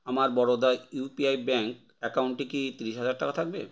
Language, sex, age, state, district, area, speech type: Bengali, male, 30-45, West Bengal, Howrah, urban, read